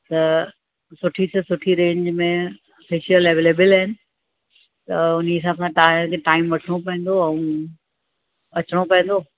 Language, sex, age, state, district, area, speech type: Sindhi, female, 60+, Uttar Pradesh, Lucknow, rural, conversation